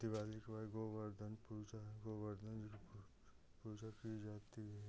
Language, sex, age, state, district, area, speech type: Hindi, male, 30-45, Uttar Pradesh, Ghazipur, rural, spontaneous